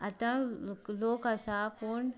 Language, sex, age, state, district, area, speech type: Goan Konkani, female, 18-30, Goa, Canacona, rural, spontaneous